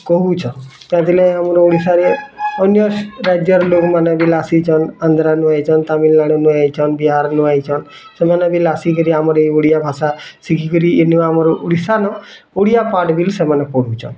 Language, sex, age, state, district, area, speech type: Odia, male, 30-45, Odisha, Bargarh, urban, spontaneous